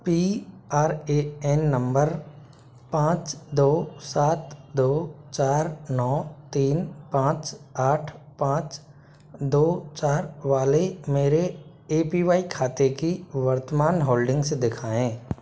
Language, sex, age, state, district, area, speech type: Hindi, male, 60+, Madhya Pradesh, Bhopal, urban, read